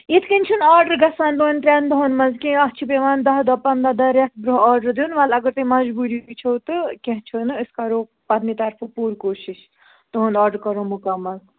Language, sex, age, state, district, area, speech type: Kashmiri, male, 18-30, Jammu and Kashmir, Budgam, rural, conversation